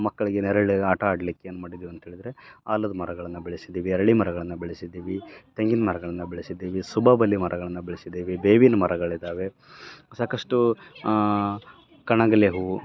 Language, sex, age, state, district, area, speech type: Kannada, male, 30-45, Karnataka, Bellary, rural, spontaneous